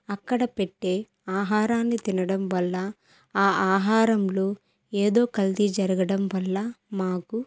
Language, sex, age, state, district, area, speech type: Telugu, female, 18-30, Andhra Pradesh, Kadapa, rural, spontaneous